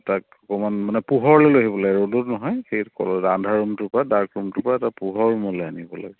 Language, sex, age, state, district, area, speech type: Assamese, male, 45-60, Assam, Dibrugarh, rural, conversation